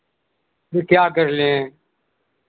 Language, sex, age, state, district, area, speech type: Hindi, male, 60+, Uttar Pradesh, Sitapur, rural, conversation